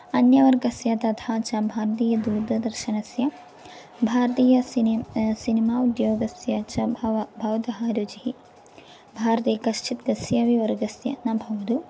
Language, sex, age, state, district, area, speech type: Sanskrit, female, 18-30, Kerala, Thrissur, rural, spontaneous